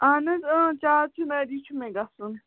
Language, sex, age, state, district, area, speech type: Kashmiri, female, 45-60, Jammu and Kashmir, Srinagar, urban, conversation